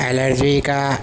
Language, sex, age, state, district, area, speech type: Urdu, male, 18-30, Delhi, Central Delhi, urban, spontaneous